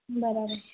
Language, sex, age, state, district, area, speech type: Gujarati, female, 30-45, Gujarat, Anand, rural, conversation